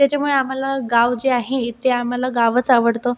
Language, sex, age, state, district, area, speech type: Marathi, female, 30-45, Maharashtra, Buldhana, rural, spontaneous